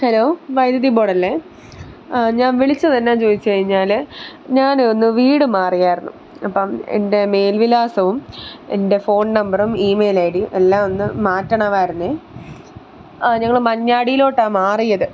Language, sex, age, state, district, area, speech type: Malayalam, female, 18-30, Kerala, Pathanamthitta, urban, spontaneous